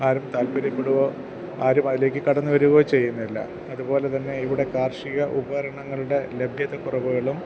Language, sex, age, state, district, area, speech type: Malayalam, male, 45-60, Kerala, Kottayam, urban, spontaneous